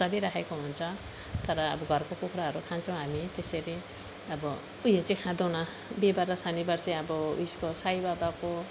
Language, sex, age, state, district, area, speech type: Nepali, female, 45-60, West Bengal, Alipurduar, urban, spontaneous